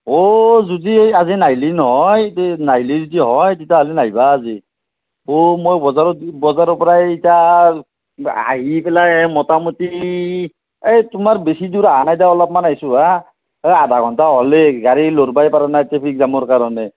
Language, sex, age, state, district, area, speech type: Assamese, male, 45-60, Assam, Nalbari, rural, conversation